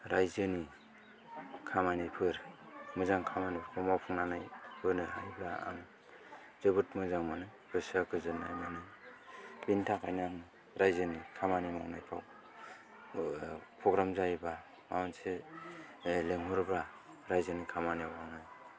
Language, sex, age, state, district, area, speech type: Bodo, male, 45-60, Assam, Kokrajhar, urban, spontaneous